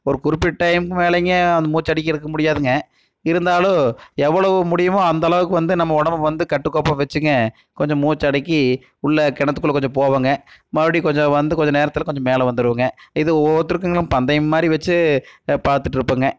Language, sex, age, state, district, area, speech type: Tamil, male, 30-45, Tamil Nadu, Erode, rural, spontaneous